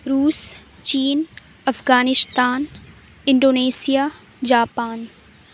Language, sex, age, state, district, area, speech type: Urdu, female, 30-45, Uttar Pradesh, Aligarh, rural, spontaneous